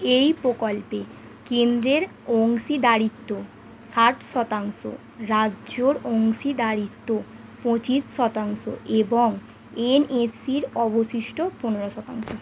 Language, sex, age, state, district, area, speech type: Bengali, female, 18-30, West Bengal, Howrah, urban, read